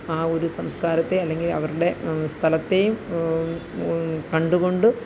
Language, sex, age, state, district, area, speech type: Malayalam, female, 45-60, Kerala, Kottayam, rural, spontaneous